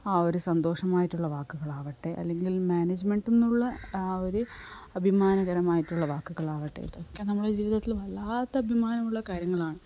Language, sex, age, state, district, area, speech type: Malayalam, female, 45-60, Kerala, Kasaragod, rural, spontaneous